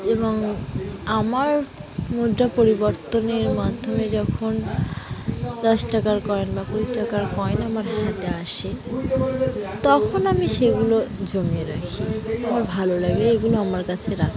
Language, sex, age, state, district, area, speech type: Bengali, female, 18-30, West Bengal, Dakshin Dinajpur, urban, spontaneous